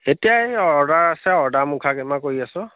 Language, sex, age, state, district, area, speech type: Assamese, male, 30-45, Assam, Majuli, urban, conversation